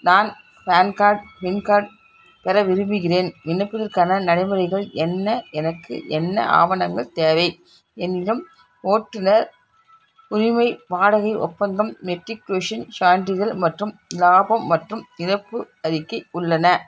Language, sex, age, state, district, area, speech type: Tamil, female, 60+, Tamil Nadu, Krishnagiri, rural, read